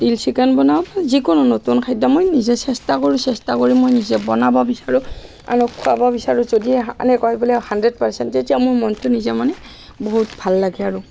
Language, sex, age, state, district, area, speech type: Assamese, female, 45-60, Assam, Barpeta, rural, spontaneous